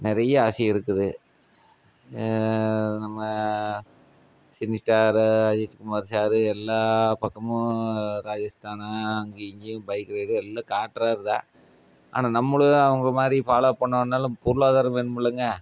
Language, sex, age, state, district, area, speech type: Tamil, male, 30-45, Tamil Nadu, Coimbatore, rural, spontaneous